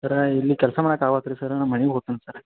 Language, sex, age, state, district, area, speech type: Kannada, male, 45-60, Karnataka, Belgaum, rural, conversation